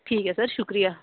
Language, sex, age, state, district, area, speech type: Dogri, female, 30-45, Jammu and Kashmir, Udhampur, urban, conversation